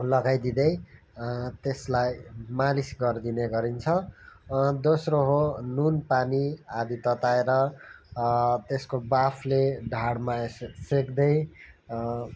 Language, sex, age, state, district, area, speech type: Nepali, male, 18-30, West Bengal, Kalimpong, rural, spontaneous